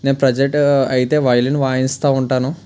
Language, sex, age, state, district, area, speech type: Telugu, male, 18-30, Andhra Pradesh, Palnadu, urban, spontaneous